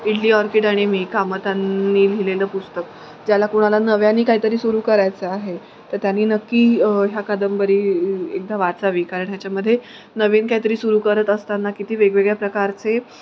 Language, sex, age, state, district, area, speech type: Marathi, female, 30-45, Maharashtra, Nanded, rural, spontaneous